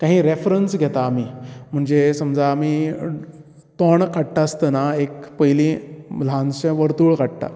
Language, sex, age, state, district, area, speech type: Goan Konkani, male, 30-45, Goa, Canacona, rural, spontaneous